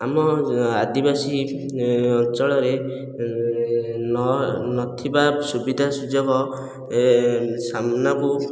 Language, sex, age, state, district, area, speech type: Odia, male, 18-30, Odisha, Khordha, rural, spontaneous